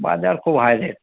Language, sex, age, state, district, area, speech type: Bengali, male, 60+, West Bengal, Paschim Bardhaman, rural, conversation